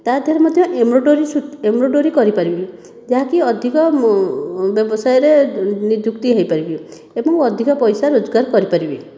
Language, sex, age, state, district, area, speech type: Odia, female, 30-45, Odisha, Khordha, rural, spontaneous